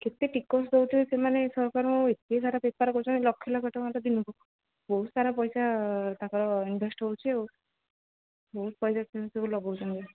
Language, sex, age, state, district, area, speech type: Odia, female, 18-30, Odisha, Jagatsinghpur, rural, conversation